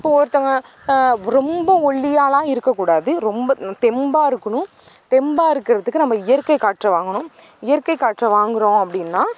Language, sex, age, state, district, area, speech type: Tamil, female, 18-30, Tamil Nadu, Thanjavur, rural, spontaneous